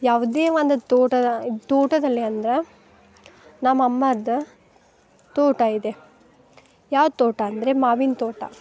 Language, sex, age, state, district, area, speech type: Kannada, female, 18-30, Karnataka, Dharwad, urban, spontaneous